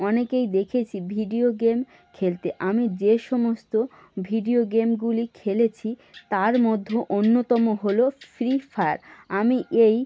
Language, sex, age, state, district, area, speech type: Bengali, female, 18-30, West Bengal, North 24 Parganas, rural, spontaneous